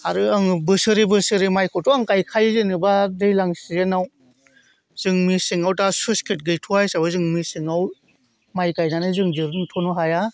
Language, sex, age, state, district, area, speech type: Bodo, male, 45-60, Assam, Chirang, urban, spontaneous